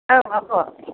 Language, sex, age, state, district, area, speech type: Bodo, female, 18-30, Assam, Kokrajhar, rural, conversation